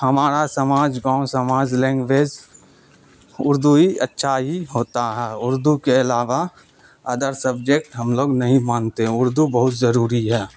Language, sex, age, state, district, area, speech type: Urdu, male, 45-60, Bihar, Supaul, rural, spontaneous